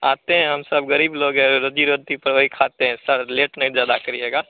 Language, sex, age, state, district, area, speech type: Hindi, male, 18-30, Bihar, Begusarai, rural, conversation